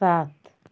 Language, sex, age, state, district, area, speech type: Hindi, female, 45-60, Uttar Pradesh, Azamgarh, rural, read